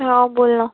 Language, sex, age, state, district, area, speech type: Marathi, female, 18-30, Maharashtra, Nagpur, urban, conversation